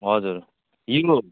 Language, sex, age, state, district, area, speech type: Nepali, male, 18-30, West Bengal, Darjeeling, rural, conversation